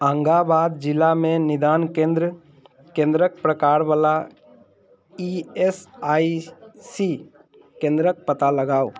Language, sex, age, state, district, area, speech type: Maithili, male, 45-60, Bihar, Muzaffarpur, urban, read